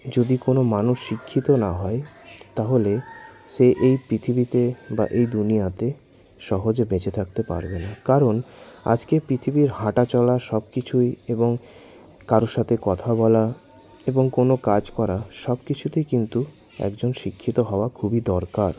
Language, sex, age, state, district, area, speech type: Bengali, male, 60+, West Bengal, Paschim Bardhaman, urban, spontaneous